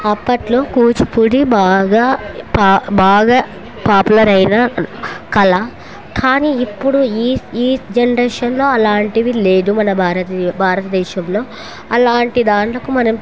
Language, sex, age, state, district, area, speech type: Telugu, female, 30-45, Andhra Pradesh, Kurnool, rural, spontaneous